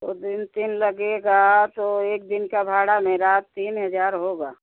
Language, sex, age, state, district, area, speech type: Hindi, female, 60+, Uttar Pradesh, Jaunpur, rural, conversation